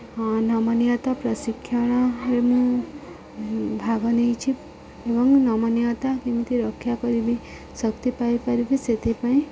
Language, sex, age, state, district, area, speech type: Odia, female, 30-45, Odisha, Subarnapur, urban, spontaneous